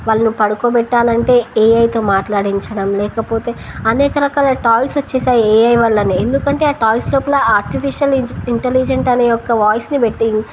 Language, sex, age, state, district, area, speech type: Telugu, female, 18-30, Telangana, Wanaparthy, urban, spontaneous